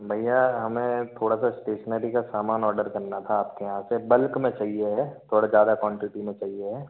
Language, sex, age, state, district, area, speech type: Hindi, male, 18-30, Madhya Pradesh, Bhopal, urban, conversation